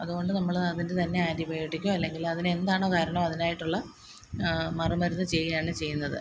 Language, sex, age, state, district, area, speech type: Malayalam, female, 30-45, Kerala, Kottayam, rural, spontaneous